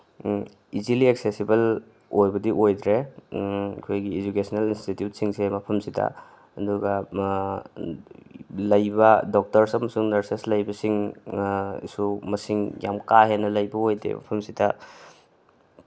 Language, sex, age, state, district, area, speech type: Manipuri, male, 30-45, Manipur, Tengnoupal, rural, spontaneous